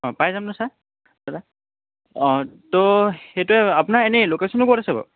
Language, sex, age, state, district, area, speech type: Assamese, male, 18-30, Assam, Charaideo, urban, conversation